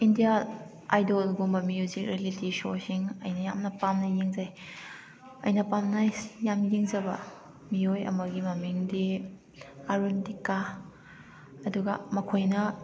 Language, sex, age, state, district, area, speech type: Manipuri, female, 30-45, Manipur, Kakching, rural, spontaneous